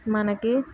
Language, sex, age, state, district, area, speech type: Telugu, female, 18-30, Andhra Pradesh, Guntur, rural, spontaneous